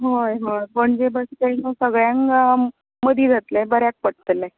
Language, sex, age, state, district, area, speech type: Goan Konkani, female, 30-45, Goa, Tiswadi, rural, conversation